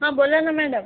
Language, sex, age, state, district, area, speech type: Marathi, female, 18-30, Maharashtra, Yavatmal, rural, conversation